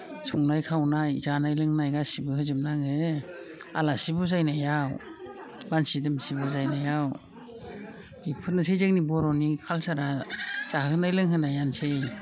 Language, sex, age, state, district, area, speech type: Bodo, female, 60+, Assam, Udalguri, rural, spontaneous